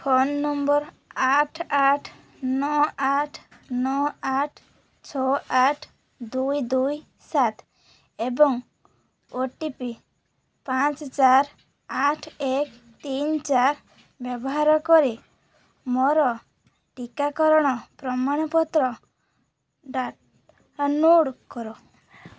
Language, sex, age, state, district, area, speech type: Odia, female, 18-30, Odisha, Balasore, rural, read